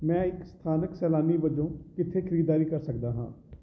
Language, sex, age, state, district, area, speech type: Punjabi, male, 30-45, Punjab, Kapurthala, urban, read